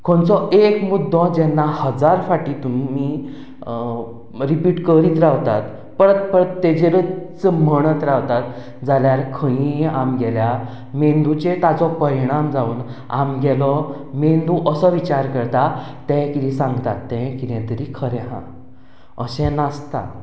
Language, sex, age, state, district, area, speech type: Goan Konkani, male, 30-45, Goa, Canacona, rural, spontaneous